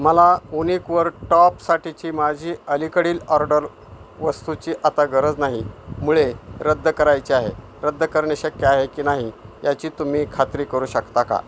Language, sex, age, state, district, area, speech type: Marathi, male, 60+, Maharashtra, Osmanabad, rural, read